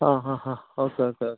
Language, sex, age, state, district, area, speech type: Malayalam, male, 18-30, Kerala, Kozhikode, urban, conversation